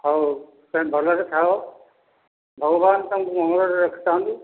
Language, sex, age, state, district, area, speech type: Odia, male, 60+, Odisha, Dhenkanal, rural, conversation